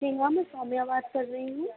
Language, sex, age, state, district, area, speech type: Hindi, female, 18-30, Madhya Pradesh, Chhindwara, urban, conversation